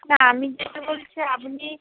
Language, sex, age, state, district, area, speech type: Bengali, female, 60+, West Bengal, Purba Medinipur, rural, conversation